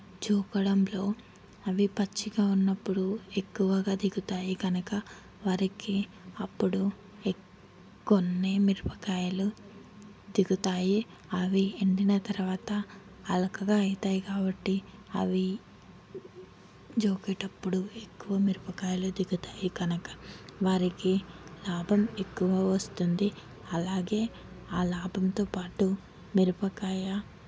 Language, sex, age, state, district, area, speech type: Telugu, female, 18-30, Telangana, Hyderabad, urban, spontaneous